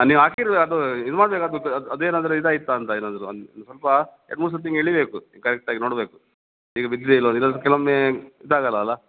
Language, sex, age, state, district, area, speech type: Kannada, male, 45-60, Karnataka, Dakshina Kannada, rural, conversation